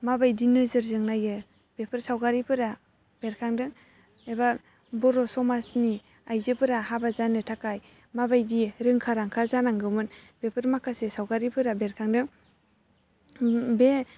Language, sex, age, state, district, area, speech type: Bodo, female, 18-30, Assam, Baksa, rural, spontaneous